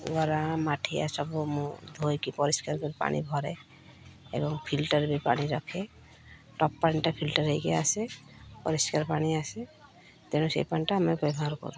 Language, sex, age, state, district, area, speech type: Odia, female, 45-60, Odisha, Malkangiri, urban, spontaneous